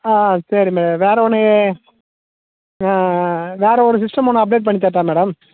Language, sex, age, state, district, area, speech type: Tamil, male, 45-60, Tamil Nadu, Tiruvannamalai, rural, conversation